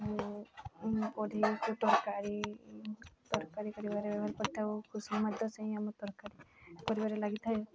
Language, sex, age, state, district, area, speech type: Odia, female, 18-30, Odisha, Mayurbhanj, rural, spontaneous